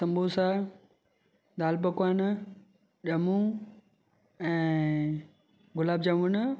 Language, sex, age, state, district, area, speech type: Sindhi, male, 18-30, Maharashtra, Thane, urban, spontaneous